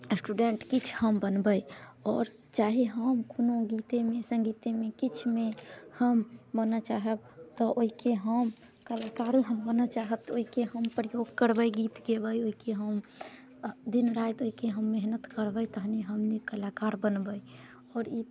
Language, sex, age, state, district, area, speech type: Maithili, female, 30-45, Bihar, Muzaffarpur, rural, spontaneous